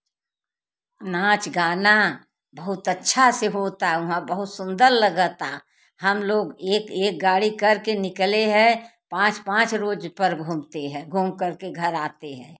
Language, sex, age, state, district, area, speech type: Hindi, female, 60+, Uttar Pradesh, Jaunpur, rural, spontaneous